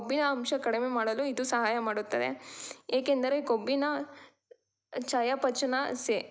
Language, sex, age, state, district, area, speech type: Kannada, female, 18-30, Karnataka, Tumkur, rural, spontaneous